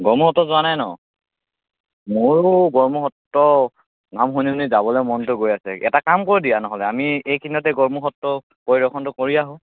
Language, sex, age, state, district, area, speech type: Assamese, male, 18-30, Assam, Majuli, rural, conversation